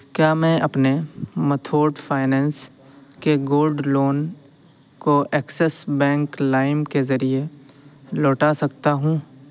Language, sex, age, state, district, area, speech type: Urdu, male, 18-30, Uttar Pradesh, Saharanpur, urban, read